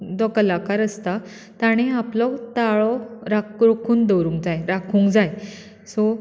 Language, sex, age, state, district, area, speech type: Goan Konkani, female, 30-45, Goa, Bardez, urban, spontaneous